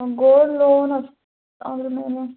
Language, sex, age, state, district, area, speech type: Kannada, female, 18-30, Karnataka, Bidar, urban, conversation